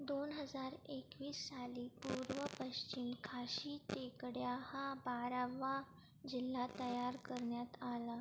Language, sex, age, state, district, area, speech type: Marathi, female, 18-30, Maharashtra, Buldhana, rural, read